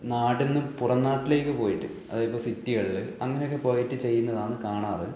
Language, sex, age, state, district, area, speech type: Malayalam, male, 18-30, Kerala, Kannur, rural, spontaneous